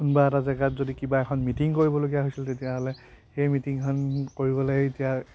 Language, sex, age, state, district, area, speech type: Assamese, male, 30-45, Assam, Biswanath, rural, spontaneous